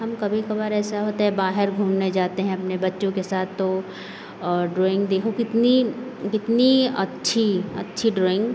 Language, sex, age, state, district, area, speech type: Hindi, female, 30-45, Uttar Pradesh, Lucknow, rural, spontaneous